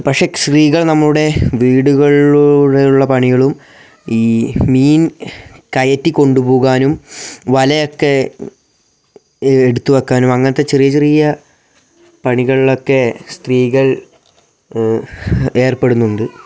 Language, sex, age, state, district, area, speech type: Malayalam, male, 18-30, Kerala, Wayanad, rural, spontaneous